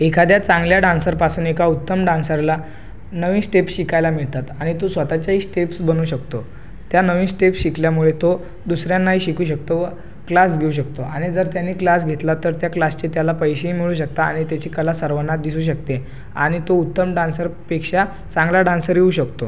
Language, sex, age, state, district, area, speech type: Marathi, male, 18-30, Maharashtra, Buldhana, urban, spontaneous